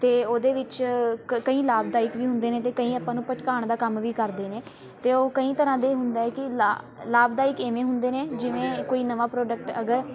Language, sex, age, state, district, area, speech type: Punjabi, female, 18-30, Punjab, Patiala, rural, spontaneous